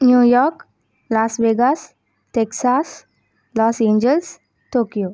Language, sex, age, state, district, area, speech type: Tamil, female, 30-45, Tamil Nadu, Ariyalur, rural, spontaneous